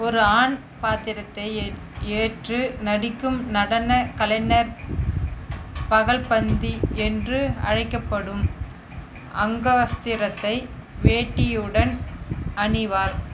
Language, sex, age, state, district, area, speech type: Tamil, female, 60+, Tamil Nadu, Viluppuram, rural, read